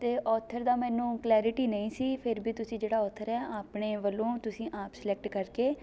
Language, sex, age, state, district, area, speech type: Punjabi, female, 18-30, Punjab, Shaheed Bhagat Singh Nagar, rural, spontaneous